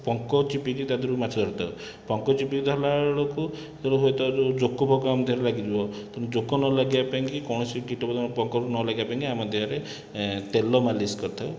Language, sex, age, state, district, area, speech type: Odia, male, 30-45, Odisha, Khordha, rural, spontaneous